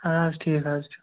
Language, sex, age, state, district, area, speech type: Kashmiri, male, 30-45, Jammu and Kashmir, Shopian, rural, conversation